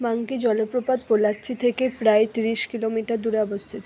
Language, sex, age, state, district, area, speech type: Bengali, female, 60+, West Bengal, Purba Bardhaman, rural, read